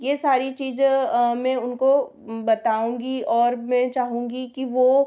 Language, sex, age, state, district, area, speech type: Hindi, female, 18-30, Madhya Pradesh, Betul, urban, spontaneous